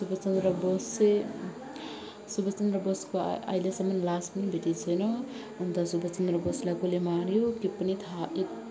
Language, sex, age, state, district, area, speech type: Nepali, female, 30-45, West Bengal, Alipurduar, urban, spontaneous